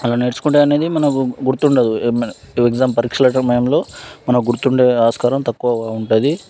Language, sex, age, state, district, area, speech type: Telugu, male, 18-30, Telangana, Sangareddy, urban, spontaneous